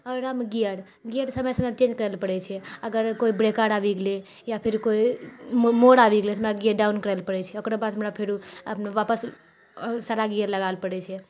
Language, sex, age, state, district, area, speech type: Maithili, female, 18-30, Bihar, Purnia, rural, spontaneous